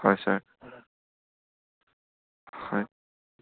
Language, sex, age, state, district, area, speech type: Assamese, male, 18-30, Assam, Dibrugarh, urban, conversation